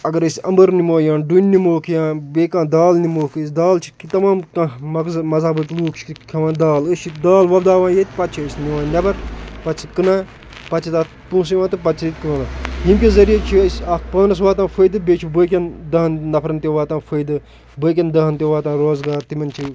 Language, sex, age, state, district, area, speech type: Kashmiri, male, 30-45, Jammu and Kashmir, Kupwara, rural, spontaneous